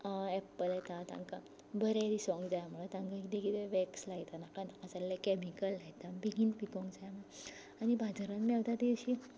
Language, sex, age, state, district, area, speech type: Goan Konkani, female, 18-30, Goa, Tiswadi, rural, spontaneous